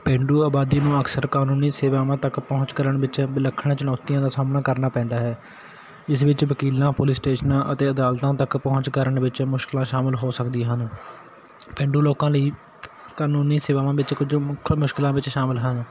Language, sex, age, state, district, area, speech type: Punjabi, male, 18-30, Punjab, Patiala, urban, spontaneous